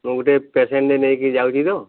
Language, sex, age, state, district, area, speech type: Odia, male, 30-45, Odisha, Sambalpur, rural, conversation